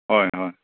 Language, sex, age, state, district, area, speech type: Manipuri, male, 30-45, Manipur, Senapati, rural, conversation